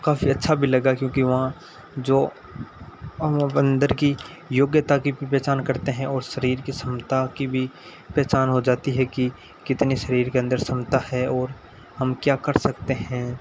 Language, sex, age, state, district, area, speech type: Hindi, male, 18-30, Rajasthan, Nagaur, rural, spontaneous